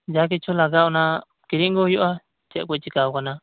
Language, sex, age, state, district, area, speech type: Santali, male, 18-30, West Bengal, Birbhum, rural, conversation